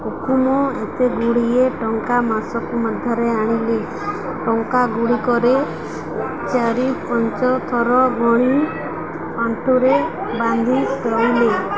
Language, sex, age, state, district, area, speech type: Odia, female, 18-30, Odisha, Nuapada, urban, spontaneous